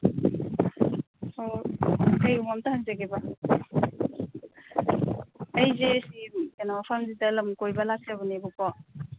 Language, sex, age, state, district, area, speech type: Manipuri, female, 45-60, Manipur, Imphal East, rural, conversation